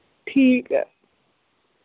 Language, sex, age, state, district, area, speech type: Dogri, female, 18-30, Jammu and Kashmir, Reasi, urban, conversation